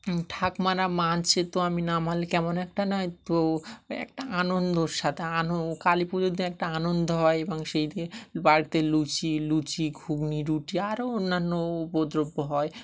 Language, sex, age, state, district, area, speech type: Bengali, male, 30-45, West Bengal, Dakshin Dinajpur, urban, spontaneous